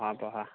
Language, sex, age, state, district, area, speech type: Assamese, male, 18-30, Assam, Lakhimpur, urban, conversation